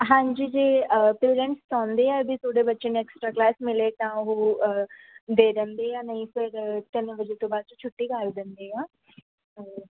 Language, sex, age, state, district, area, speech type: Punjabi, female, 18-30, Punjab, Mansa, rural, conversation